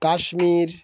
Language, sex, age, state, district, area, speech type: Bengali, male, 18-30, West Bengal, Birbhum, urban, spontaneous